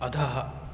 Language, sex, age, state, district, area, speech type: Sanskrit, male, 18-30, Karnataka, Uttara Kannada, rural, read